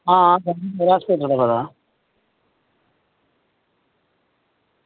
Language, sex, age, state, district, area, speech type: Dogri, male, 30-45, Jammu and Kashmir, Samba, rural, conversation